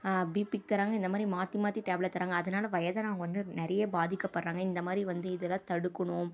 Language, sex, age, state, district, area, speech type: Tamil, female, 30-45, Tamil Nadu, Dharmapuri, rural, spontaneous